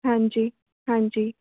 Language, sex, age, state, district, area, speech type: Punjabi, female, 18-30, Punjab, Shaheed Bhagat Singh Nagar, rural, conversation